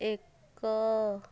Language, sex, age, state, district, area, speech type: Odia, female, 30-45, Odisha, Rayagada, rural, read